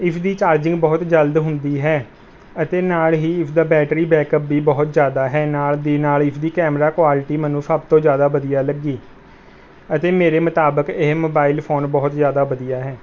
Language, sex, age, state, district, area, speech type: Punjabi, male, 18-30, Punjab, Rupnagar, rural, spontaneous